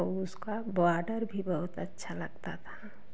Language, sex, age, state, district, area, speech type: Hindi, female, 30-45, Uttar Pradesh, Jaunpur, rural, spontaneous